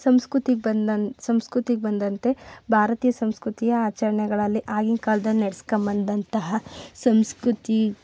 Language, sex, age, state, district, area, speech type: Kannada, female, 30-45, Karnataka, Tumkur, rural, spontaneous